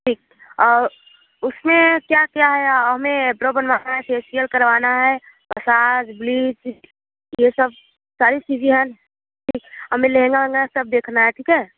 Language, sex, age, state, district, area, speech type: Hindi, female, 30-45, Uttar Pradesh, Mirzapur, rural, conversation